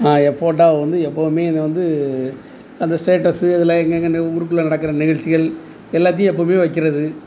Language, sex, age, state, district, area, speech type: Tamil, male, 45-60, Tamil Nadu, Thoothukudi, rural, spontaneous